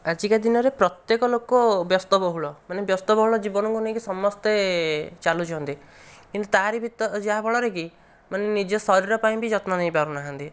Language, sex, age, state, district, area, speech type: Odia, male, 30-45, Odisha, Dhenkanal, rural, spontaneous